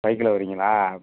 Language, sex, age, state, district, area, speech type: Tamil, male, 30-45, Tamil Nadu, Thanjavur, rural, conversation